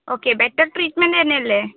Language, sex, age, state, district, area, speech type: Malayalam, female, 30-45, Kerala, Wayanad, rural, conversation